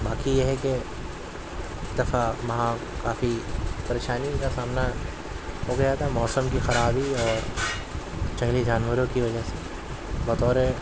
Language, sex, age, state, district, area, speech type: Urdu, male, 18-30, Delhi, Central Delhi, urban, spontaneous